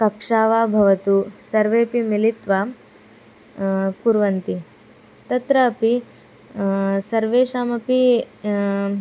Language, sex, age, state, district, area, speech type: Sanskrit, female, 18-30, Karnataka, Dharwad, urban, spontaneous